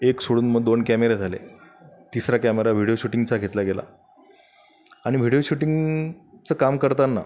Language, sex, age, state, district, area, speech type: Marathi, male, 45-60, Maharashtra, Buldhana, rural, spontaneous